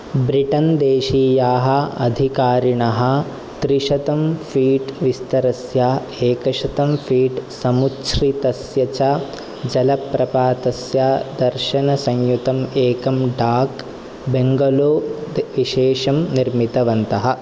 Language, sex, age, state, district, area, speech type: Sanskrit, male, 30-45, Kerala, Kasaragod, rural, read